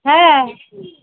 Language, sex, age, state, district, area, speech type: Bengali, female, 45-60, West Bengal, Darjeeling, urban, conversation